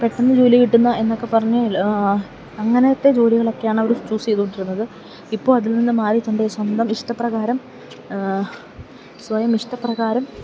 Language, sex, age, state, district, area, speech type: Malayalam, female, 30-45, Kerala, Idukki, rural, spontaneous